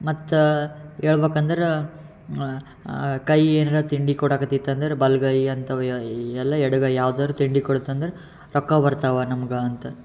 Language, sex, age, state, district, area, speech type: Kannada, male, 18-30, Karnataka, Yadgir, urban, spontaneous